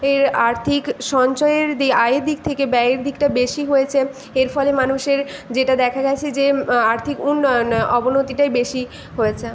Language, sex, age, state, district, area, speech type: Bengali, female, 18-30, West Bengal, Paschim Medinipur, rural, spontaneous